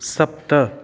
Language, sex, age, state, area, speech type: Sanskrit, male, 30-45, Rajasthan, rural, read